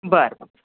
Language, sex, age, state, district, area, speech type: Marathi, female, 45-60, Maharashtra, Osmanabad, rural, conversation